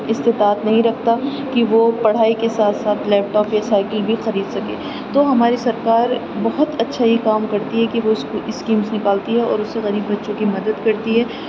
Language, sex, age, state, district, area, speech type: Urdu, female, 18-30, Uttar Pradesh, Aligarh, urban, spontaneous